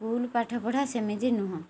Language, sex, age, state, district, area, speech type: Odia, female, 45-60, Odisha, Kendrapara, urban, spontaneous